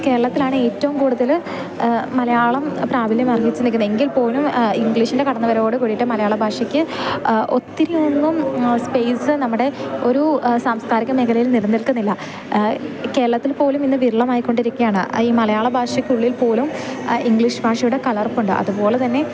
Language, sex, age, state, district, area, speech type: Malayalam, female, 18-30, Kerala, Idukki, rural, spontaneous